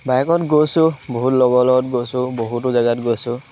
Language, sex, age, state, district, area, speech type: Assamese, male, 18-30, Assam, Lakhimpur, rural, spontaneous